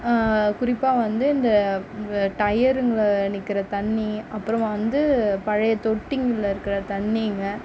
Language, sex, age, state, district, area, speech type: Tamil, female, 30-45, Tamil Nadu, Mayiladuthurai, urban, spontaneous